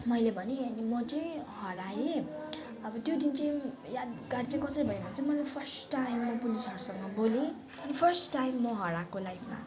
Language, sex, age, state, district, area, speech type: Nepali, female, 18-30, West Bengal, Kalimpong, rural, spontaneous